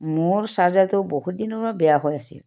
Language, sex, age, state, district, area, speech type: Assamese, female, 45-60, Assam, Tinsukia, urban, spontaneous